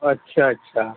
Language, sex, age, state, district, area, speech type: Hindi, male, 45-60, Uttar Pradesh, Azamgarh, rural, conversation